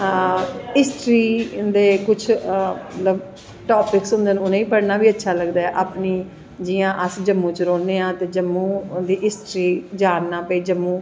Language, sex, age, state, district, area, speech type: Dogri, female, 45-60, Jammu and Kashmir, Jammu, urban, spontaneous